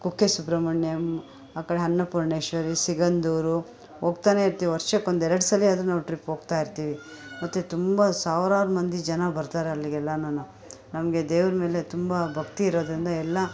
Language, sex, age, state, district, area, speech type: Kannada, female, 45-60, Karnataka, Bangalore Urban, urban, spontaneous